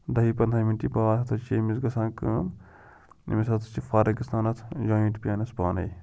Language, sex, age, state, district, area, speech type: Kashmiri, male, 18-30, Jammu and Kashmir, Pulwama, rural, spontaneous